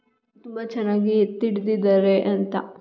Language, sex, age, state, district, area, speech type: Kannada, female, 18-30, Karnataka, Hassan, rural, spontaneous